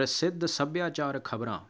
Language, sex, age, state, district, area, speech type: Punjabi, male, 30-45, Punjab, Rupnagar, urban, read